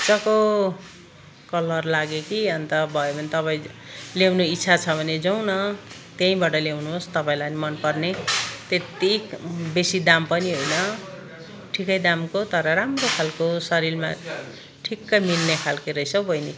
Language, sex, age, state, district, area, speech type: Nepali, female, 60+, West Bengal, Kalimpong, rural, spontaneous